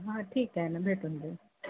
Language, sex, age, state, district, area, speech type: Marathi, female, 30-45, Maharashtra, Nagpur, urban, conversation